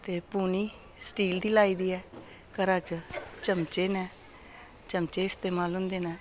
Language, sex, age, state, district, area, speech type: Dogri, female, 60+, Jammu and Kashmir, Samba, urban, spontaneous